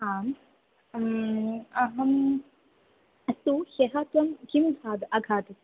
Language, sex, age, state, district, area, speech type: Sanskrit, female, 18-30, Kerala, Thrissur, urban, conversation